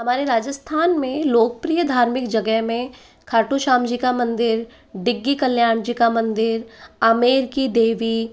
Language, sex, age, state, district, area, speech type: Hindi, female, 18-30, Rajasthan, Jaipur, urban, spontaneous